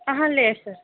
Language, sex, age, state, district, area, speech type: Telugu, female, 30-45, Andhra Pradesh, Kakinada, rural, conversation